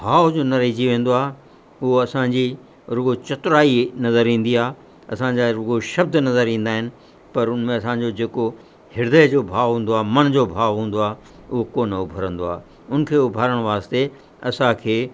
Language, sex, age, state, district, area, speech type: Sindhi, male, 60+, Uttar Pradesh, Lucknow, urban, spontaneous